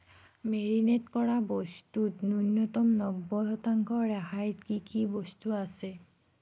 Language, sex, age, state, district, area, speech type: Assamese, female, 30-45, Assam, Nagaon, urban, read